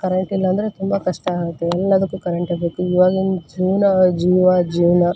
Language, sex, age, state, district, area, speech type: Kannada, female, 30-45, Karnataka, Koppal, rural, spontaneous